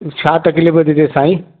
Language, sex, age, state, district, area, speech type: Sindhi, male, 30-45, Madhya Pradesh, Katni, rural, conversation